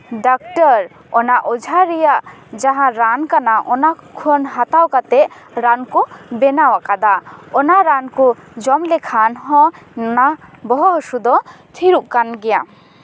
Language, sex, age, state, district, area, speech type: Santali, female, 18-30, West Bengal, Paschim Bardhaman, rural, spontaneous